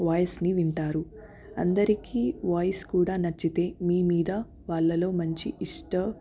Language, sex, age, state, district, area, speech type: Telugu, female, 18-30, Telangana, Hyderabad, urban, spontaneous